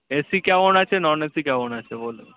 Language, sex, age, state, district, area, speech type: Bengali, male, 30-45, West Bengal, Kolkata, urban, conversation